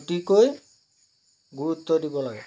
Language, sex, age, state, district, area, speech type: Assamese, male, 45-60, Assam, Jorhat, urban, spontaneous